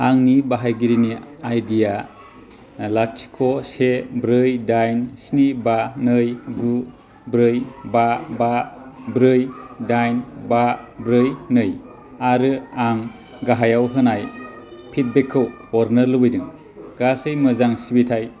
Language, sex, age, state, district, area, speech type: Bodo, male, 30-45, Assam, Kokrajhar, rural, read